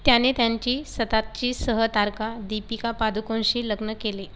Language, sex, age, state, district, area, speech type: Marathi, female, 18-30, Maharashtra, Buldhana, rural, read